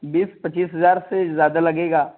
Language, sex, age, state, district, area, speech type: Urdu, male, 18-30, Uttar Pradesh, Balrampur, rural, conversation